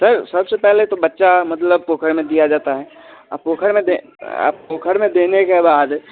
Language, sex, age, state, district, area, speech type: Hindi, male, 30-45, Bihar, Darbhanga, rural, conversation